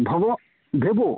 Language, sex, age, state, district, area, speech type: Bengali, male, 30-45, West Bengal, Uttar Dinajpur, urban, conversation